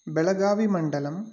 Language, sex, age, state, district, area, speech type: Sanskrit, male, 45-60, Karnataka, Uttara Kannada, rural, spontaneous